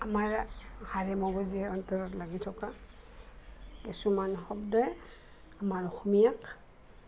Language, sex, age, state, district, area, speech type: Assamese, female, 60+, Assam, Goalpara, rural, spontaneous